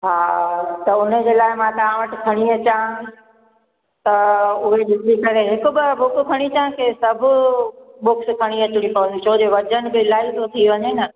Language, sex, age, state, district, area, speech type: Sindhi, female, 45-60, Gujarat, Junagadh, urban, conversation